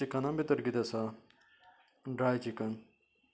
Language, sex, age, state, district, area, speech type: Goan Konkani, male, 45-60, Goa, Canacona, rural, spontaneous